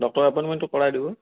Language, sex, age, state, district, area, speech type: Assamese, male, 30-45, Assam, Sonitpur, rural, conversation